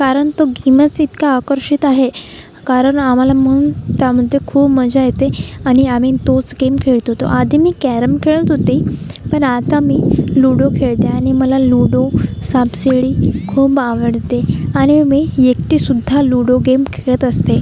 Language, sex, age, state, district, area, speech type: Marathi, female, 18-30, Maharashtra, Wardha, rural, spontaneous